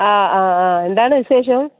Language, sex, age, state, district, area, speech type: Malayalam, female, 45-60, Kerala, Thiruvananthapuram, urban, conversation